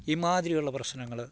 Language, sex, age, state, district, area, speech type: Malayalam, male, 60+, Kerala, Idukki, rural, spontaneous